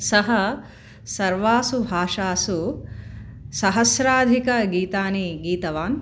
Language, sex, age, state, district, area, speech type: Sanskrit, female, 45-60, Telangana, Bhadradri Kothagudem, urban, spontaneous